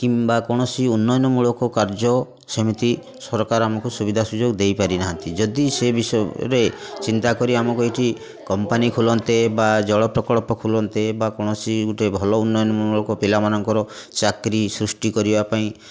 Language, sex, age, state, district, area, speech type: Odia, male, 45-60, Odisha, Mayurbhanj, rural, spontaneous